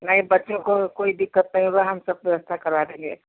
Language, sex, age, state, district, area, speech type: Hindi, female, 60+, Uttar Pradesh, Chandauli, urban, conversation